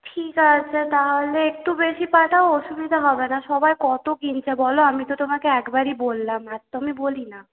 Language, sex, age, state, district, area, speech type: Bengali, female, 18-30, West Bengal, Purulia, urban, conversation